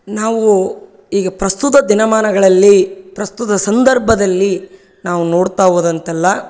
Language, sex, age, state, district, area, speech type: Kannada, male, 30-45, Karnataka, Bellary, rural, spontaneous